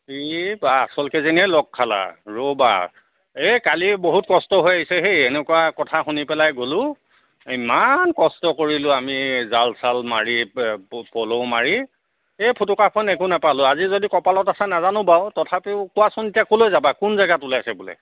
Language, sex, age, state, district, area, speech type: Assamese, male, 60+, Assam, Nagaon, rural, conversation